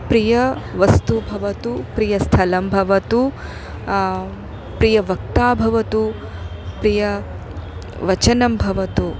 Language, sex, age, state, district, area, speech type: Sanskrit, female, 30-45, Karnataka, Dharwad, urban, spontaneous